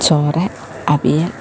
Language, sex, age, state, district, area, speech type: Malayalam, female, 30-45, Kerala, Pathanamthitta, rural, spontaneous